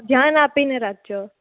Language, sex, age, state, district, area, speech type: Gujarati, female, 18-30, Gujarat, Surat, urban, conversation